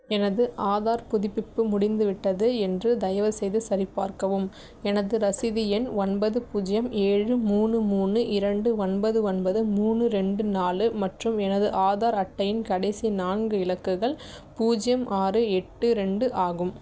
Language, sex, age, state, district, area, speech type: Tamil, female, 18-30, Tamil Nadu, Tiruvallur, rural, read